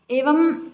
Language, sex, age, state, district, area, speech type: Sanskrit, female, 18-30, Karnataka, Chikkamagaluru, urban, spontaneous